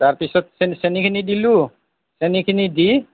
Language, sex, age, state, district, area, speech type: Assamese, male, 60+, Assam, Nalbari, rural, conversation